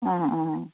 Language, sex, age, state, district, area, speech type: Assamese, female, 30-45, Assam, Charaideo, rural, conversation